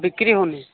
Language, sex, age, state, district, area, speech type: Odia, male, 18-30, Odisha, Nabarangpur, urban, conversation